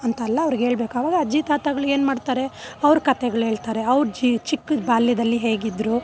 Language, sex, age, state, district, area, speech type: Kannada, female, 30-45, Karnataka, Bangalore Urban, urban, spontaneous